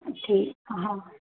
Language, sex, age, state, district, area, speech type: Sindhi, female, 30-45, Gujarat, Junagadh, urban, conversation